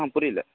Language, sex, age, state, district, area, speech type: Tamil, male, 18-30, Tamil Nadu, Virudhunagar, urban, conversation